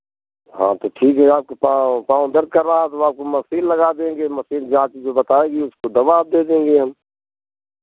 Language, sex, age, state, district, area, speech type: Hindi, male, 45-60, Uttar Pradesh, Pratapgarh, rural, conversation